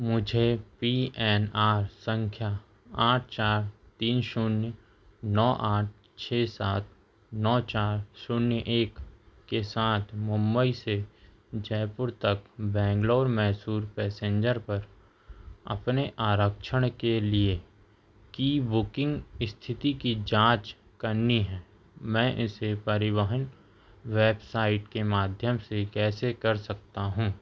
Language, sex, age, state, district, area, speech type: Hindi, male, 30-45, Madhya Pradesh, Seoni, urban, read